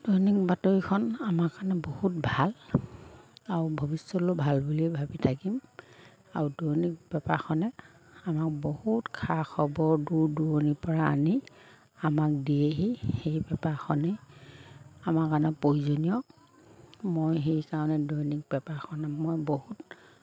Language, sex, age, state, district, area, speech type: Assamese, female, 45-60, Assam, Lakhimpur, rural, spontaneous